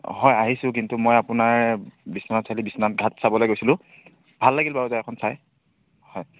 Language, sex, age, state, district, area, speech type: Assamese, male, 30-45, Assam, Biswanath, rural, conversation